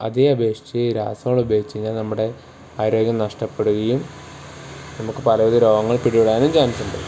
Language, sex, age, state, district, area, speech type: Malayalam, male, 18-30, Kerala, Wayanad, rural, spontaneous